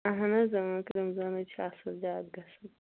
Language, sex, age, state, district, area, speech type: Kashmiri, female, 30-45, Jammu and Kashmir, Kulgam, rural, conversation